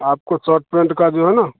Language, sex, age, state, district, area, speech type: Hindi, male, 30-45, Bihar, Madhepura, rural, conversation